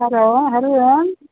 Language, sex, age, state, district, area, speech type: Sanskrit, female, 30-45, Karnataka, Bangalore Urban, urban, conversation